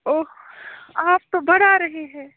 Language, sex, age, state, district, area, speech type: Urdu, female, 30-45, Jammu and Kashmir, Srinagar, urban, conversation